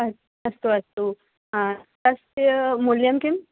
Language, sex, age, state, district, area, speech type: Sanskrit, female, 18-30, Delhi, North East Delhi, urban, conversation